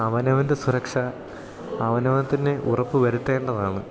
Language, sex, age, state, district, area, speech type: Malayalam, male, 18-30, Kerala, Idukki, rural, spontaneous